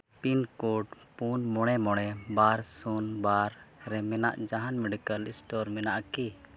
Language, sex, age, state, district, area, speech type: Santali, male, 30-45, Jharkhand, East Singhbhum, rural, read